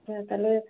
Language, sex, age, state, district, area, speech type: Bengali, female, 45-60, West Bengal, Hooghly, urban, conversation